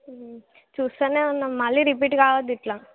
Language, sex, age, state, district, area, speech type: Telugu, female, 18-30, Telangana, Jagtial, urban, conversation